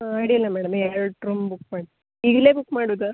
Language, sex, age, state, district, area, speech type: Kannada, female, 18-30, Karnataka, Uttara Kannada, rural, conversation